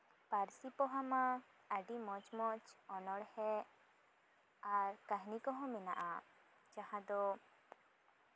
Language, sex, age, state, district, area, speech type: Santali, female, 18-30, West Bengal, Bankura, rural, spontaneous